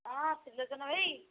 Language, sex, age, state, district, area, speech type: Odia, female, 60+, Odisha, Jajpur, rural, conversation